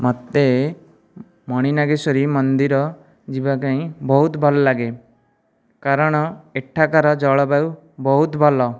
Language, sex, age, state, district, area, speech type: Odia, male, 30-45, Odisha, Nayagarh, rural, spontaneous